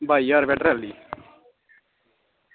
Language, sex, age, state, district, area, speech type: Dogri, male, 18-30, Jammu and Kashmir, Samba, rural, conversation